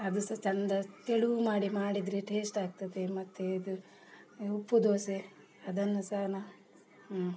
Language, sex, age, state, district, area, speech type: Kannada, female, 45-60, Karnataka, Udupi, rural, spontaneous